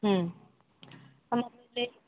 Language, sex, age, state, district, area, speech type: Kannada, female, 18-30, Karnataka, Shimoga, rural, conversation